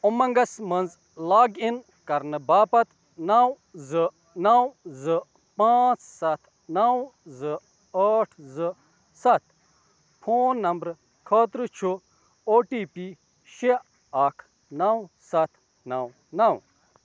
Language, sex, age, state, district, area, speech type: Kashmiri, male, 30-45, Jammu and Kashmir, Ganderbal, rural, read